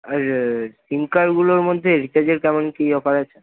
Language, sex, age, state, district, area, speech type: Bengali, male, 18-30, West Bengal, Purba Medinipur, rural, conversation